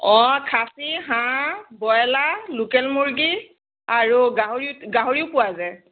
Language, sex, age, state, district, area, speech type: Assamese, female, 45-60, Assam, Morigaon, rural, conversation